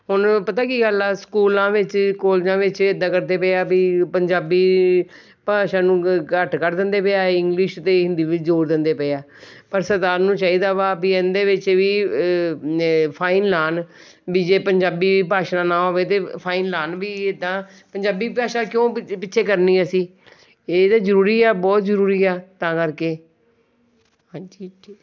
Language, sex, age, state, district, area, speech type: Punjabi, male, 60+, Punjab, Shaheed Bhagat Singh Nagar, urban, spontaneous